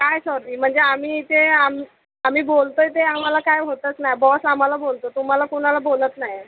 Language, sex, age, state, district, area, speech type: Marathi, female, 18-30, Maharashtra, Mumbai Suburban, urban, conversation